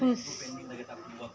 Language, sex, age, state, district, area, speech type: Hindi, female, 45-60, Uttar Pradesh, Pratapgarh, rural, read